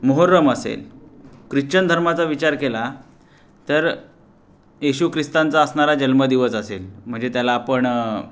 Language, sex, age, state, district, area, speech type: Marathi, male, 30-45, Maharashtra, Raigad, rural, spontaneous